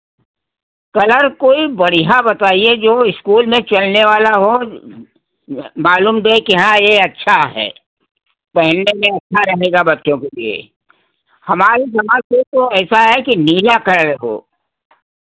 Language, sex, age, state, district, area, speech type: Hindi, male, 60+, Uttar Pradesh, Hardoi, rural, conversation